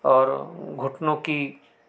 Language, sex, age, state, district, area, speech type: Hindi, male, 45-60, Madhya Pradesh, Betul, rural, spontaneous